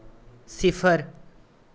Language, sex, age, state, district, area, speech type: Dogri, male, 18-30, Jammu and Kashmir, Reasi, rural, read